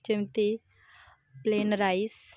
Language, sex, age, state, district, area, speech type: Odia, female, 18-30, Odisha, Malkangiri, urban, spontaneous